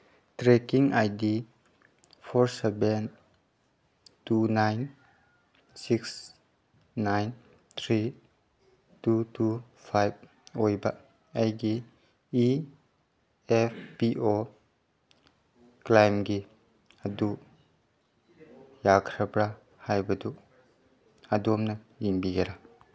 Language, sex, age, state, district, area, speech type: Manipuri, male, 18-30, Manipur, Chandel, rural, read